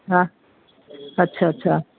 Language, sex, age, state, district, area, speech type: Sindhi, female, 60+, Delhi, South Delhi, urban, conversation